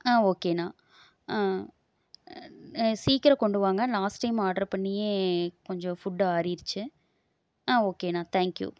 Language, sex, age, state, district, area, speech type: Tamil, female, 30-45, Tamil Nadu, Erode, rural, spontaneous